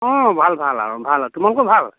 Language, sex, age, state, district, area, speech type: Assamese, male, 45-60, Assam, Lakhimpur, rural, conversation